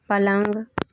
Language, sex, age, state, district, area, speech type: Hindi, female, 30-45, Uttar Pradesh, Bhadohi, rural, read